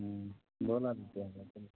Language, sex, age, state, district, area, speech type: Assamese, male, 30-45, Assam, Majuli, urban, conversation